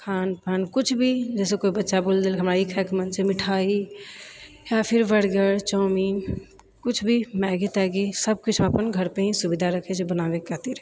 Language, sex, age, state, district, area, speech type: Maithili, female, 30-45, Bihar, Purnia, rural, spontaneous